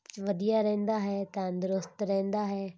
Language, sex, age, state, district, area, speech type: Punjabi, female, 18-30, Punjab, Muktsar, urban, spontaneous